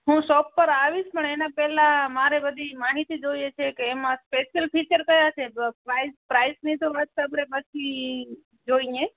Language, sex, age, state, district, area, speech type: Gujarati, male, 18-30, Gujarat, Kutch, rural, conversation